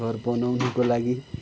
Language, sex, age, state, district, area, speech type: Nepali, male, 45-60, West Bengal, Kalimpong, rural, spontaneous